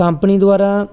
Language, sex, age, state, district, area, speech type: Punjabi, male, 30-45, Punjab, Mansa, urban, spontaneous